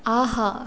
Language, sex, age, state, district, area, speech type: Tamil, female, 18-30, Tamil Nadu, Salem, urban, read